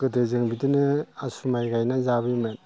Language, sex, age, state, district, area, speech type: Bodo, male, 45-60, Assam, Chirang, rural, spontaneous